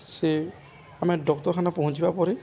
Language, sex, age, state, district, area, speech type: Odia, male, 18-30, Odisha, Balangir, urban, spontaneous